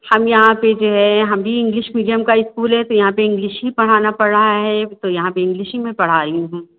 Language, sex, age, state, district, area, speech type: Hindi, female, 45-60, Uttar Pradesh, Sitapur, rural, conversation